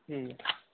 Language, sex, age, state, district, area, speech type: Dogri, male, 18-30, Jammu and Kashmir, Kathua, rural, conversation